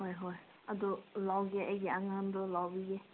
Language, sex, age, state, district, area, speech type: Manipuri, female, 18-30, Manipur, Senapati, rural, conversation